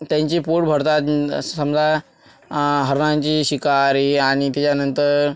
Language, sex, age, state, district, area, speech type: Marathi, male, 18-30, Maharashtra, Washim, urban, spontaneous